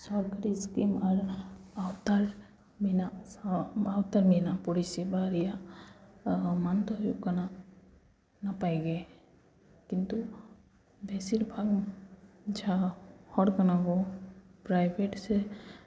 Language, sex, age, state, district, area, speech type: Santali, female, 30-45, West Bengal, Paschim Bardhaman, rural, spontaneous